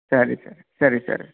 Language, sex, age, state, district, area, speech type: Kannada, male, 30-45, Karnataka, Bangalore Rural, rural, conversation